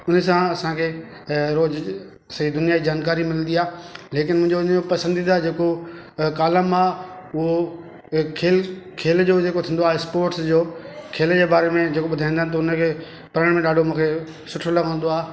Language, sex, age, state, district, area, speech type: Sindhi, male, 45-60, Delhi, South Delhi, urban, spontaneous